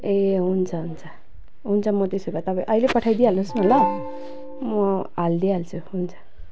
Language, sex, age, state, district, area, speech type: Nepali, female, 30-45, West Bengal, Darjeeling, rural, spontaneous